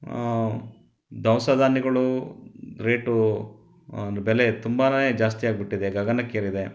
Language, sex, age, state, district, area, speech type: Kannada, male, 30-45, Karnataka, Chitradurga, rural, spontaneous